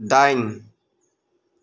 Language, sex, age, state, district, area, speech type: Bodo, male, 45-60, Assam, Kokrajhar, rural, read